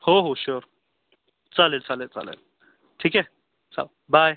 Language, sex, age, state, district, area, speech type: Marathi, male, 30-45, Maharashtra, Yavatmal, urban, conversation